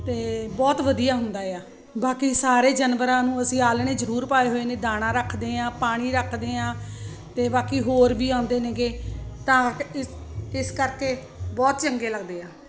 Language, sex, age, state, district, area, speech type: Punjabi, female, 45-60, Punjab, Ludhiana, urban, spontaneous